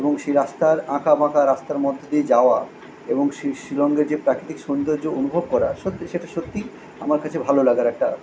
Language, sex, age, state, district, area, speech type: Bengali, male, 45-60, West Bengal, Kolkata, urban, spontaneous